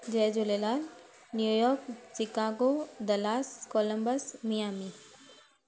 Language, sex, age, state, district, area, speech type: Sindhi, female, 30-45, Gujarat, Surat, urban, spontaneous